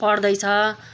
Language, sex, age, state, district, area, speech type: Nepali, female, 60+, West Bengal, Kalimpong, rural, spontaneous